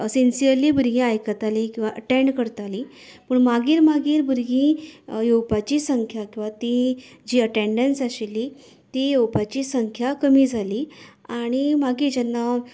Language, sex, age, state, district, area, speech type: Goan Konkani, female, 30-45, Goa, Canacona, rural, spontaneous